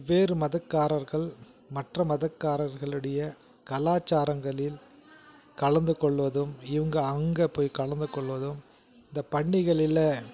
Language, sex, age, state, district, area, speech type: Tamil, male, 45-60, Tamil Nadu, Krishnagiri, rural, spontaneous